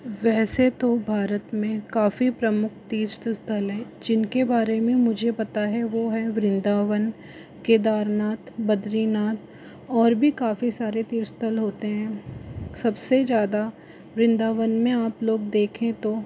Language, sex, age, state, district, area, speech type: Hindi, male, 60+, Rajasthan, Jaipur, urban, spontaneous